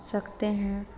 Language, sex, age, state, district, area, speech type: Hindi, female, 18-30, Bihar, Madhepura, rural, spontaneous